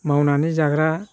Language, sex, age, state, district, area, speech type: Bodo, male, 60+, Assam, Baksa, rural, spontaneous